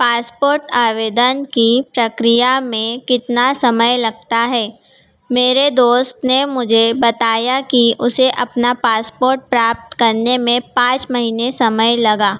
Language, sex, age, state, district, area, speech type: Hindi, female, 18-30, Madhya Pradesh, Harda, urban, read